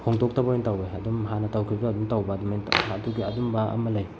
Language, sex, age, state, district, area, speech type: Manipuri, male, 18-30, Manipur, Bishnupur, rural, spontaneous